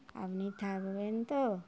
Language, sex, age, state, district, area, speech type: Bengali, female, 60+, West Bengal, Darjeeling, rural, spontaneous